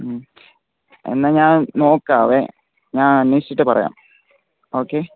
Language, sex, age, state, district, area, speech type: Malayalam, male, 18-30, Kerala, Thiruvananthapuram, rural, conversation